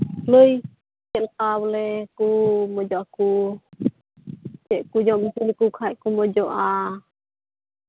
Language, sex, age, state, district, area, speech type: Santali, female, 18-30, Jharkhand, Pakur, rural, conversation